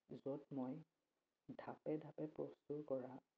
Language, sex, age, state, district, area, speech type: Assamese, male, 18-30, Assam, Udalguri, rural, spontaneous